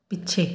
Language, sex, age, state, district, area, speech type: Punjabi, female, 30-45, Punjab, Tarn Taran, urban, read